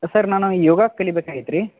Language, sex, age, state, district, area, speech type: Kannada, male, 45-60, Karnataka, Belgaum, rural, conversation